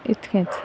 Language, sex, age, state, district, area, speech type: Goan Konkani, female, 30-45, Goa, Quepem, rural, spontaneous